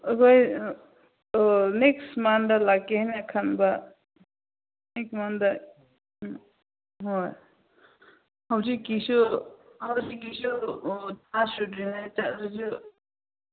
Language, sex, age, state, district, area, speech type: Manipuri, female, 30-45, Manipur, Senapati, rural, conversation